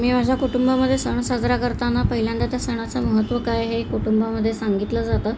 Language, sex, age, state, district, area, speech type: Marathi, female, 45-60, Maharashtra, Thane, rural, spontaneous